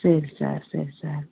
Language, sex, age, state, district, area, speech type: Tamil, female, 60+, Tamil Nadu, Sivaganga, rural, conversation